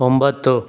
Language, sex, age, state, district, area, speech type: Kannada, male, 18-30, Karnataka, Chikkaballapur, urban, read